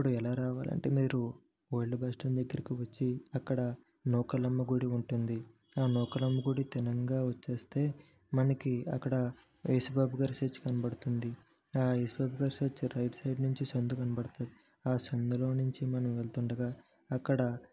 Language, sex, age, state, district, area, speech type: Telugu, male, 45-60, Andhra Pradesh, Kakinada, urban, spontaneous